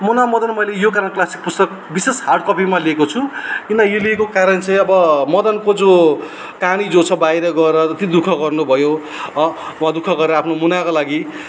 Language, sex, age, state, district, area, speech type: Nepali, male, 30-45, West Bengal, Darjeeling, rural, spontaneous